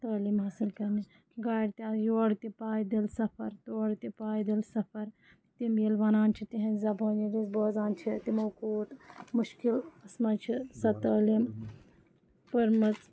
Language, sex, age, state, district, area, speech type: Kashmiri, female, 30-45, Jammu and Kashmir, Kulgam, rural, spontaneous